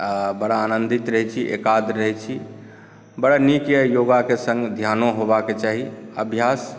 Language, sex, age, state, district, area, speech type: Maithili, male, 45-60, Bihar, Saharsa, urban, spontaneous